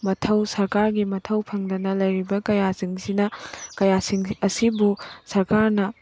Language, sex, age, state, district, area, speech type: Manipuri, female, 18-30, Manipur, Tengnoupal, rural, spontaneous